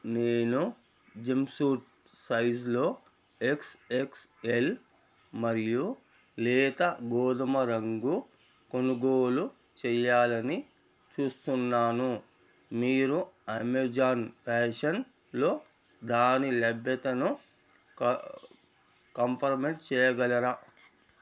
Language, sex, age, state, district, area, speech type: Telugu, male, 45-60, Telangana, Ranga Reddy, rural, read